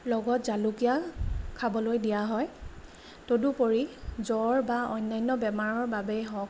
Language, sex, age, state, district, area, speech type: Assamese, female, 30-45, Assam, Lakhimpur, rural, spontaneous